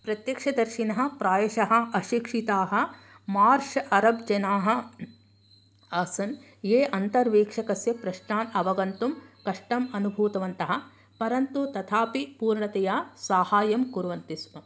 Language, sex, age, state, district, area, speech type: Sanskrit, female, 60+, Karnataka, Mysore, urban, read